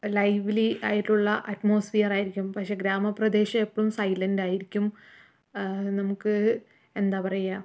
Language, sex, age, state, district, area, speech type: Malayalam, female, 30-45, Kerala, Palakkad, urban, spontaneous